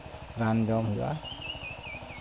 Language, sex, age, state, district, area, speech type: Santali, male, 45-60, West Bengal, Malda, rural, spontaneous